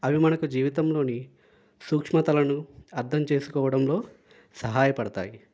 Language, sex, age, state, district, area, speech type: Telugu, male, 18-30, Andhra Pradesh, Konaseema, rural, spontaneous